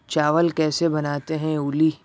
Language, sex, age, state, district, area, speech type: Urdu, male, 30-45, Uttar Pradesh, Aligarh, rural, read